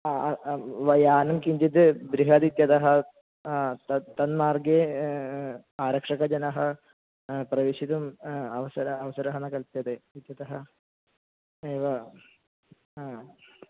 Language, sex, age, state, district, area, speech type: Sanskrit, male, 18-30, Kerala, Thrissur, rural, conversation